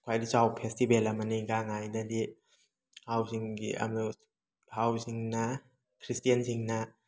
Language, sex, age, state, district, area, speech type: Manipuri, male, 30-45, Manipur, Thoubal, rural, spontaneous